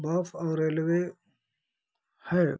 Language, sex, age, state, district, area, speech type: Hindi, male, 45-60, Uttar Pradesh, Ghazipur, rural, spontaneous